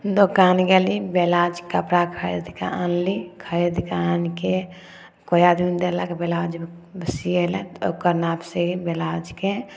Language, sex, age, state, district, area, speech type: Maithili, female, 18-30, Bihar, Samastipur, rural, spontaneous